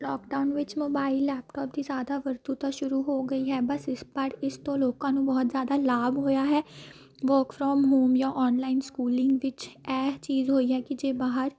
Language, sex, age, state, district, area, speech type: Punjabi, female, 18-30, Punjab, Amritsar, urban, spontaneous